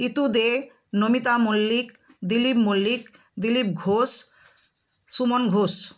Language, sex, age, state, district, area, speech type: Bengali, female, 60+, West Bengal, Nadia, rural, spontaneous